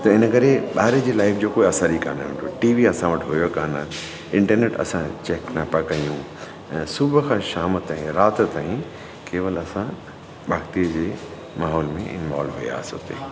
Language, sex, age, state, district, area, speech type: Sindhi, male, 45-60, Delhi, South Delhi, urban, spontaneous